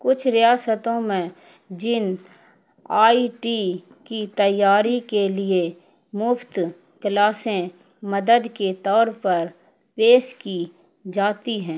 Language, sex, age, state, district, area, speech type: Urdu, female, 45-60, Bihar, Khagaria, rural, read